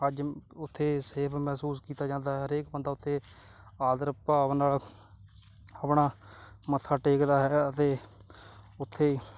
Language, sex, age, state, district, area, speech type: Punjabi, male, 18-30, Punjab, Kapurthala, rural, spontaneous